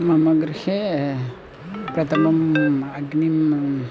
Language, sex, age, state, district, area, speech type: Sanskrit, female, 60+, Tamil Nadu, Chennai, urban, spontaneous